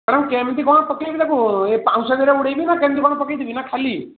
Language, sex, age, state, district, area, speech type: Odia, male, 30-45, Odisha, Puri, urban, conversation